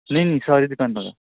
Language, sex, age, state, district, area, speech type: Punjabi, male, 18-30, Punjab, Kapurthala, rural, conversation